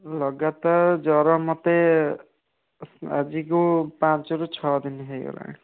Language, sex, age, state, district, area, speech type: Odia, male, 18-30, Odisha, Kendrapara, urban, conversation